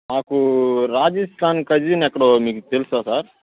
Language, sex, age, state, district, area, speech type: Telugu, male, 18-30, Andhra Pradesh, Bapatla, rural, conversation